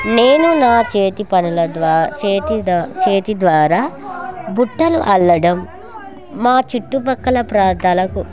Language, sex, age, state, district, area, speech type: Telugu, female, 30-45, Andhra Pradesh, Kurnool, rural, spontaneous